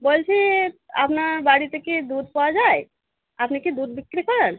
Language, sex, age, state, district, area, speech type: Bengali, female, 45-60, West Bengal, Birbhum, urban, conversation